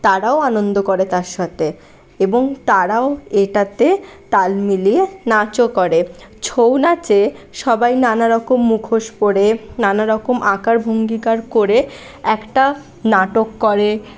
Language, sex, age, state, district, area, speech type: Bengali, female, 18-30, West Bengal, Paschim Bardhaman, rural, spontaneous